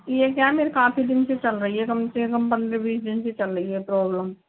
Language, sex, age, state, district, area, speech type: Hindi, female, 18-30, Rajasthan, Karauli, rural, conversation